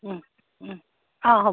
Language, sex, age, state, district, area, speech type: Assamese, female, 30-45, Assam, Majuli, urban, conversation